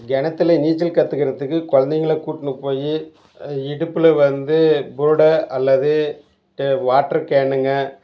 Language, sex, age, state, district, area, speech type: Tamil, male, 60+, Tamil Nadu, Dharmapuri, rural, spontaneous